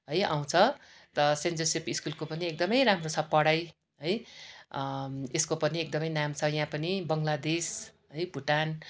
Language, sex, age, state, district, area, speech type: Nepali, female, 45-60, West Bengal, Darjeeling, rural, spontaneous